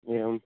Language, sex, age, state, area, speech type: Sanskrit, male, 18-30, Uttarakhand, urban, conversation